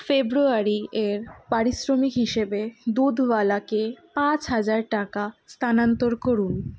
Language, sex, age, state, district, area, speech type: Bengali, female, 18-30, West Bengal, Kolkata, urban, read